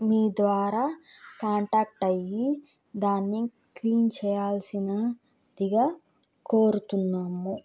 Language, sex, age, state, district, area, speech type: Telugu, female, 18-30, Andhra Pradesh, Krishna, rural, spontaneous